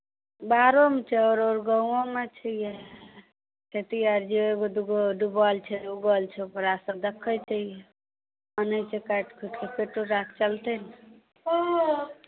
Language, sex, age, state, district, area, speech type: Maithili, male, 60+, Bihar, Saharsa, rural, conversation